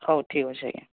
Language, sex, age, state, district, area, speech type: Odia, male, 45-60, Odisha, Nuapada, urban, conversation